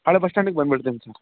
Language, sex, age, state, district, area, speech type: Kannada, male, 18-30, Karnataka, Bellary, rural, conversation